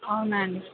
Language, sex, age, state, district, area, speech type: Telugu, female, 18-30, Andhra Pradesh, Anantapur, urban, conversation